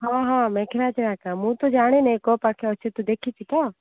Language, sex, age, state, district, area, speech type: Odia, female, 30-45, Odisha, Koraput, urban, conversation